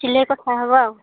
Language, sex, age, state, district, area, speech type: Odia, female, 60+, Odisha, Angul, rural, conversation